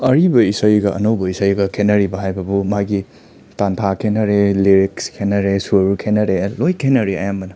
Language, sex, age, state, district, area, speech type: Manipuri, male, 30-45, Manipur, Imphal West, urban, spontaneous